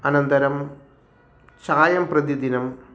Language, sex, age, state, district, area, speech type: Sanskrit, male, 45-60, Kerala, Thrissur, urban, spontaneous